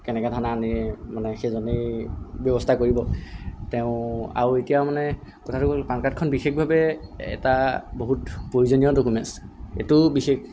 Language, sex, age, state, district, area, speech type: Assamese, male, 18-30, Assam, Golaghat, urban, spontaneous